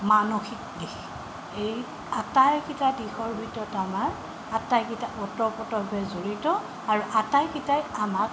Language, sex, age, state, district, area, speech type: Assamese, female, 60+, Assam, Tinsukia, rural, spontaneous